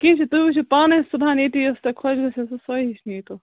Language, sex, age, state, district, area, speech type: Kashmiri, female, 18-30, Jammu and Kashmir, Budgam, rural, conversation